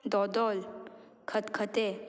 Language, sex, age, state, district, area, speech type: Goan Konkani, female, 18-30, Goa, Murmgao, urban, spontaneous